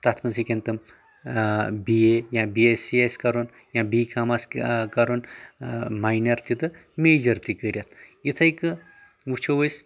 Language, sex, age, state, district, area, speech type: Kashmiri, male, 18-30, Jammu and Kashmir, Anantnag, rural, spontaneous